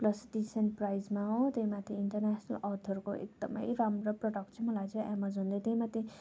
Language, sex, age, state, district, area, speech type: Nepali, female, 18-30, West Bengal, Darjeeling, rural, spontaneous